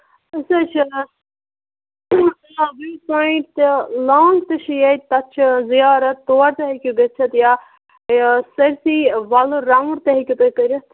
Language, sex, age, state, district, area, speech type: Kashmiri, female, 18-30, Jammu and Kashmir, Bandipora, rural, conversation